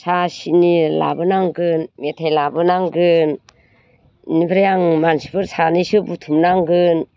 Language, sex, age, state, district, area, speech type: Bodo, female, 60+, Assam, Baksa, rural, spontaneous